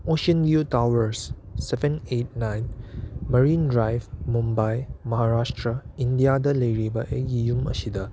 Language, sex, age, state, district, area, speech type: Manipuri, male, 18-30, Manipur, Churachandpur, urban, read